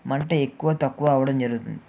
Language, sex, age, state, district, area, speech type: Telugu, male, 18-30, Andhra Pradesh, Eluru, urban, spontaneous